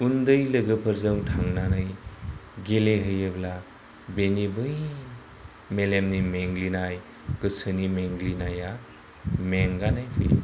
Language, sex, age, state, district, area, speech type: Bodo, male, 30-45, Assam, Kokrajhar, rural, spontaneous